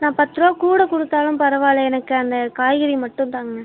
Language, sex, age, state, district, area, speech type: Tamil, male, 18-30, Tamil Nadu, Tiruchirappalli, rural, conversation